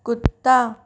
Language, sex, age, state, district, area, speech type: Hindi, female, 60+, Rajasthan, Jaipur, urban, read